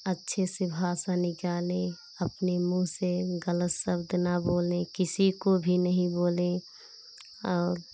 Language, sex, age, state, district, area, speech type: Hindi, female, 30-45, Uttar Pradesh, Pratapgarh, rural, spontaneous